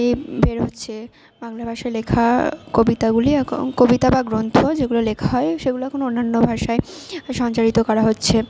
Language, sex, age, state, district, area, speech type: Bengali, female, 60+, West Bengal, Purba Bardhaman, urban, spontaneous